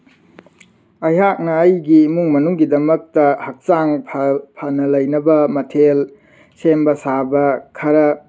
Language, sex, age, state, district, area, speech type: Manipuri, male, 18-30, Manipur, Tengnoupal, rural, spontaneous